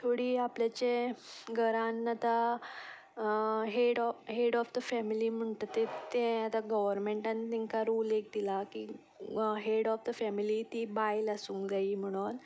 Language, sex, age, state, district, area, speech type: Goan Konkani, female, 18-30, Goa, Ponda, rural, spontaneous